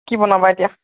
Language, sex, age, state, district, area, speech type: Assamese, female, 30-45, Assam, Lakhimpur, rural, conversation